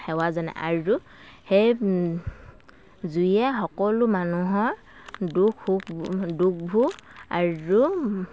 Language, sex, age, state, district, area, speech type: Assamese, female, 45-60, Assam, Dhemaji, rural, spontaneous